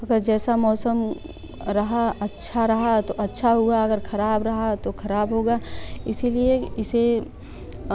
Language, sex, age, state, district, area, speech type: Hindi, female, 18-30, Uttar Pradesh, Varanasi, rural, spontaneous